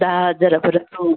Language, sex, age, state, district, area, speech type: Marathi, female, 45-60, Maharashtra, Amravati, urban, conversation